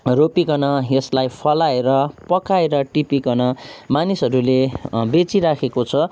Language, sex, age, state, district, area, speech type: Nepali, male, 30-45, West Bengal, Kalimpong, rural, spontaneous